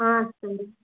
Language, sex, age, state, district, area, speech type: Telugu, female, 30-45, Andhra Pradesh, East Godavari, rural, conversation